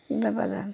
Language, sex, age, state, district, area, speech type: Bengali, female, 60+, West Bengal, Darjeeling, rural, spontaneous